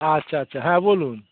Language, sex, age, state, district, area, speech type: Bengali, male, 45-60, West Bengal, Dakshin Dinajpur, rural, conversation